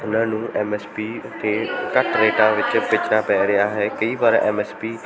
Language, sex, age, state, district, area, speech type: Punjabi, male, 18-30, Punjab, Bathinda, rural, spontaneous